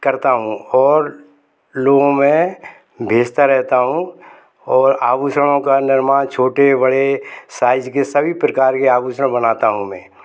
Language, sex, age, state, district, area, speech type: Hindi, male, 60+, Madhya Pradesh, Gwalior, rural, spontaneous